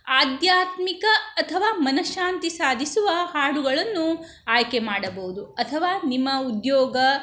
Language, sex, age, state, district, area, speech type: Kannada, female, 60+, Karnataka, Shimoga, rural, spontaneous